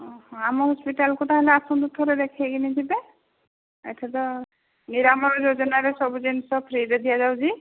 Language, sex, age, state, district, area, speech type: Odia, female, 45-60, Odisha, Angul, rural, conversation